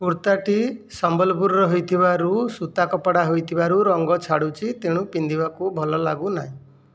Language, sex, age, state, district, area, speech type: Odia, male, 45-60, Odisha, Jajpur, rural, spontaneous